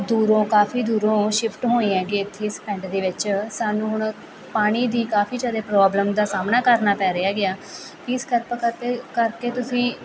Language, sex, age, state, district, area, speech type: Punjabi, female, 18-30, Punjab, Muktsar, rural, spontaneous